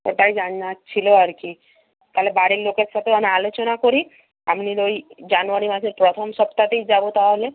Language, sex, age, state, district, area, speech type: Bengali, female, 45-60, West Bengal, Purba Medinipur, rural, conversation